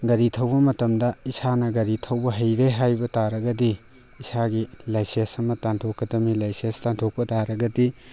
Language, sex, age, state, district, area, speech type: Manipuri, male, 18-30, Manipur, Tengnoupal, rural, spontaneous